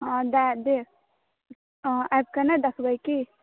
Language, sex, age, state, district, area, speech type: Maithili, female, 18-30, Bihar, Saharsa, rural, conversation